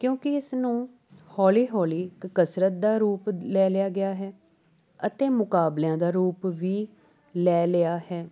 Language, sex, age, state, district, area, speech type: Punjabi, female, 30-45, Punjab, Jalandhar, urban, spontaneous